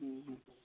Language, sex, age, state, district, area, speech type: Manipuri, male, 18-30, Manipur, Tengnoupal, urban, conversation